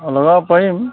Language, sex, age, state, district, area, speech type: Assamese, male, 45-60, Assam, Dibrugarh, rural, conversation